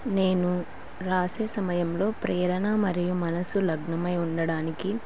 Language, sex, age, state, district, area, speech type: Telugu, female, 18-30, Andhra Pradesh, Kurnool, rural, spontaneous